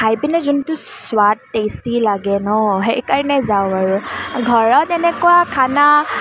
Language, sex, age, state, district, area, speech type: Assamese, female, 18-30, Assam, Kamrup Metropolitan, urban, spontaneous